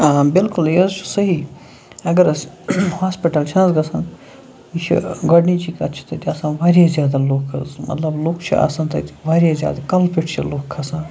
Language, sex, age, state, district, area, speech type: Kashmiri, male, 18-30, Jammu and Kashmir, Kupwara, rural, spontaneous